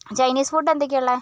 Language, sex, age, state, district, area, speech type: Malayalam, female, 30-45, Kerala, Kozhikode, urban, spontaneous